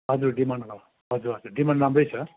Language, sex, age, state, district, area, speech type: Nepali, male, 60+, West Bengal, Darjeeling, rural, conversation